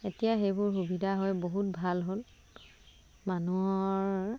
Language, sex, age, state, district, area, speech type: Assamese, female, 30-45, Assam, Dibrugarh, rural, spontaneous